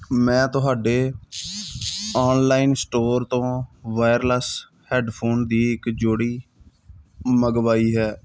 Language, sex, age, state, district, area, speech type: Punjabi, male, 30-45, Punjab, Hoshiarpur, urban, spontaneous